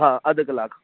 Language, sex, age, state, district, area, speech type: Sindhi, male, 18-30, Delhi, South Delhi, urban, conversation